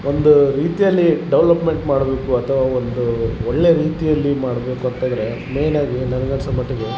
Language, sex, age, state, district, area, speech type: Kannada, male, 30-45, Karnataka, Vijayanagara, rural, spontaneous